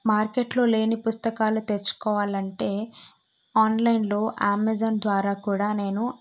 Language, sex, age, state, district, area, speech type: Telugu, female, 18-30, Andhra Pradesh, Kadapa, urban, spontaneous